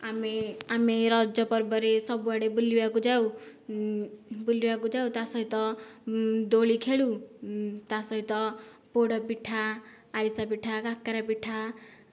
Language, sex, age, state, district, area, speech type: Odia, female, 18-30, Odisha, Nayagarh, rural, spontaneous